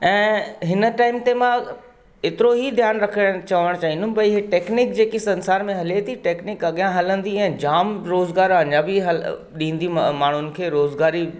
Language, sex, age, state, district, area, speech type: Sindhi, male, 45-60, Maharashtra, Mumbai Suburban, urban, spontaneous